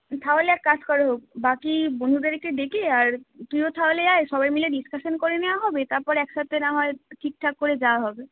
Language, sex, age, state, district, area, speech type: Bengali, female, 18-30, West Bengal, Howrah, urban, conversation